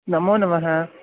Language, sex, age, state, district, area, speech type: Sanskrit, male, 18-30, Odisha, Khordha, rural, conversation